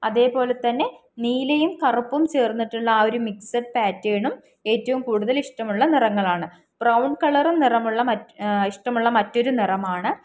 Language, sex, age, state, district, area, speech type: Malayalam, female, 18-30, Kerala, Palakkad, rural, spontaneous